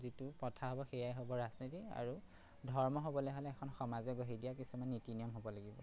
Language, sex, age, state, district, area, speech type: Assamese, male, 30-45, Assam, Majuli, urban, spontaneous